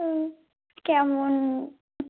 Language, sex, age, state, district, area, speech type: Bengali, female, 18-30, West Bengal, Birbhum, urban, conversation